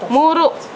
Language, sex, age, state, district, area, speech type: Kannada, female, 30-45, Karnataka, Bidar, urban, read